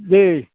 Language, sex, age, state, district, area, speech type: Bodo, male, 60+, Assam, Baksa, rural, conversation